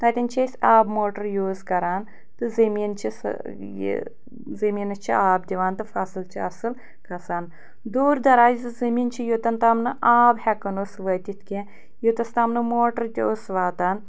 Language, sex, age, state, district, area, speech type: Kashmiri, female, 45-60, Jammu and Kashmir, Anantnag, rural, spontaneous